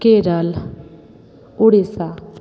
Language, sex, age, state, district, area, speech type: Hindi, female, 18-30, Uttar Pradesh, Sonbhadra, rural, spontaneous